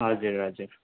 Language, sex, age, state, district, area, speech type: Nepali, male, 30-45, West Bengal, Jalpaiguri, rural, conversation